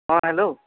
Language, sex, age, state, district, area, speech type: Assamese, male, 18-30, Assam, Nagaon, rural, conversation